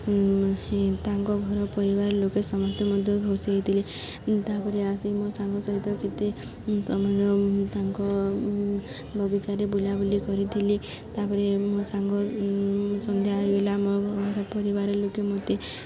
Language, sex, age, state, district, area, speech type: Odia, female, 18-30, Odisha, Subarnapur, urban, spontaneous